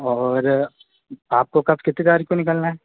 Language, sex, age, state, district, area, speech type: Hindi, male, 18-30, Madhya Pradesh, Harda, urban, conversation